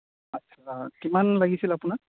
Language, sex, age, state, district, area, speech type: Assamese, male, 18-30, Assam, Nalbari, rural, conversation